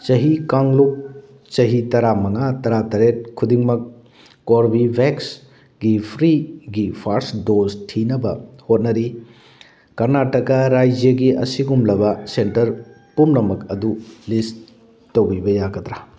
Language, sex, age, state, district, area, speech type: Manipuri, male, 45-60, Manipur, Thoubal, rural, read